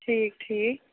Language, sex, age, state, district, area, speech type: Kashmiri, female, 60+, Jammu and Kashmir, Srinagar, urban, conversation